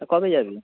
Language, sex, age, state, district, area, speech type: Bengali, male, 30-45, West Bengal, North 24 Parganas, urban, conversation